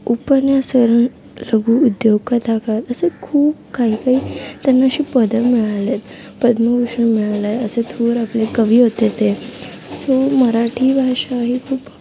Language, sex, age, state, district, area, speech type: Marathi, female, 18-30, Maharashtra, Thane, urban, spontaneous